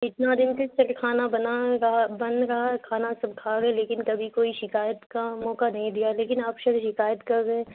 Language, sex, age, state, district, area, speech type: Urdu, female, 18-30, Bihar, Khagaria, urban, conversation